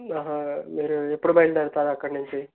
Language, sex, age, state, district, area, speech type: Telugu, male, 18-30, Andhra Pradesh, Guntur, urban, conversation